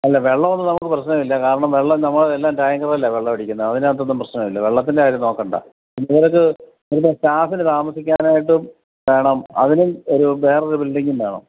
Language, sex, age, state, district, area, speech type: Malayalam, male, 45-60, Kerala, Kottayam, rural, conversation